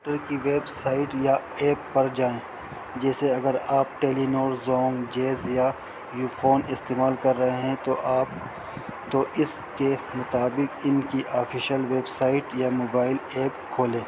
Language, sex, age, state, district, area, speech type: Urdu, male, 45-60, Delhi, North East Delhi, urban, spontaneous